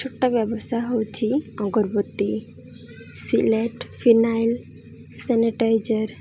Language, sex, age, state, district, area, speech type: Odia, female, 18-30, Odisha, Malkangiri, urban, spontaneous